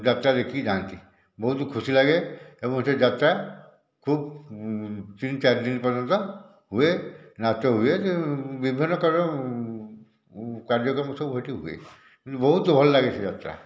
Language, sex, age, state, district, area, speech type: Odia, male, 60+, Odisha, Dhenkanal, rural, spontaneous